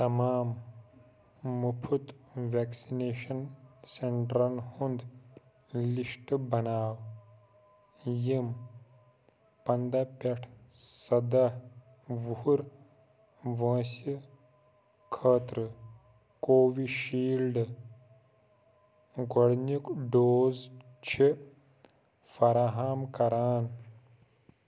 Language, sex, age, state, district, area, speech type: Kashmiri, male, 30-45, Jammu and Kashmir, Pulwama, rural, read